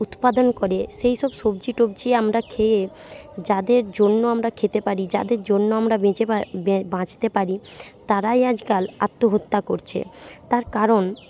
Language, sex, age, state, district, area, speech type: Bengali, female, 45-60, West Bengal, Jhargram, rural, spontaneous